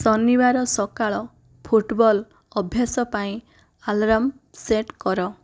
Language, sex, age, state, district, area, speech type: Odia, female, 18-30, Odisha, Kandhamal, rural, read